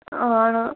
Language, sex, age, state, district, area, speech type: Malayalam, female, 18-30, Kerala, Wayanad, rural, conversation